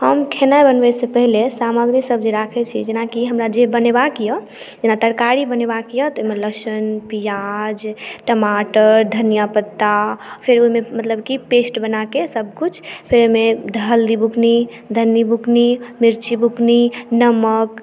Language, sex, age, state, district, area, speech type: Maithili, female, 18-30, Bihar, Madhubani, rural, spontaneous